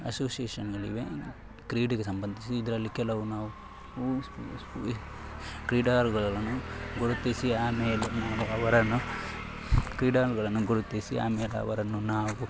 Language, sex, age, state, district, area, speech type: Kannada, male, 18-30, Karnataka, Dakshina Kannada, rural, spontaneous